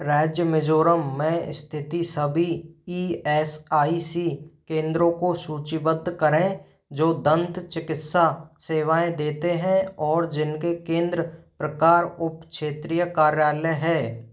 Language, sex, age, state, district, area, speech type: Hindi, male, 30-45, Rajasthan, Jaipur, urban, read